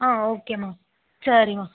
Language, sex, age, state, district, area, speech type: Tamil, female, 18-30, Tamil Nadu, Vellore, urban, conversation